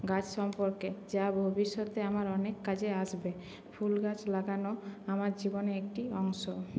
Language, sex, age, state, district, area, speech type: Bengali, female, 18-30, West Bengal, Purulia, urban, spontaneous